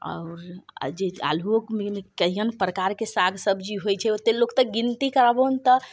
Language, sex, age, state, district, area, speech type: Maithili, female, 45-60, Bihar, Muzaffarpur, rural, spontaneous